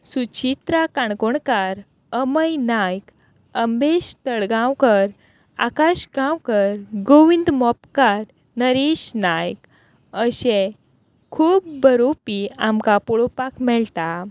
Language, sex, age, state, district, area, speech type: Goan Konkani, female, 30-45, Goa, Quepem, rural, spontaneous